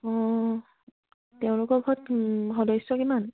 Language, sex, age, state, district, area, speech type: Assamese, female, 18-30, Assam, Lakhimpur, rural, conversation